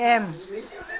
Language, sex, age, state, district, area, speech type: Bodo, female, 30-45, Assam, Chirang, rural, read